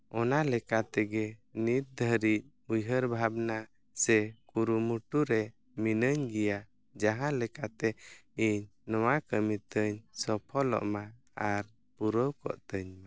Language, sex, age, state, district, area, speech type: Santali, male, 30-45, Jharkhand, East Singhbhum, rural, spontaneous